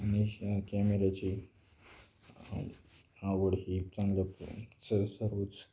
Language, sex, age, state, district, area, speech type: Marathi, male, 18-30, Maharashtra, Beed, rural, spontaneous